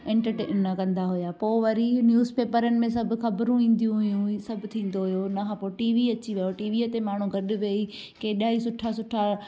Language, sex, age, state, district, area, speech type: Sindhi, female, 18-30, Gujarat, Junagadh, rural, spontaneous